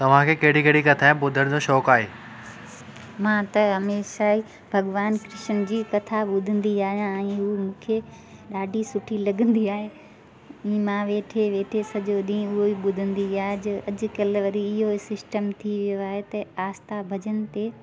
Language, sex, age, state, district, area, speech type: Sindhi, female, 30-45, Delhi, South Delhi, urban, spontaneous